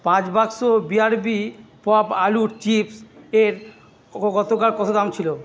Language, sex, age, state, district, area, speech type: Bengali, male, 45-60, West Bengal, Purba Bardhaman, urban, read